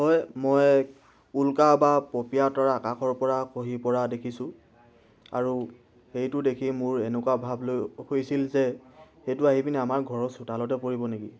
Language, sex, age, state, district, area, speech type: Assamese, male, 18-30, Assam, Tinsukia, urban, spontaneous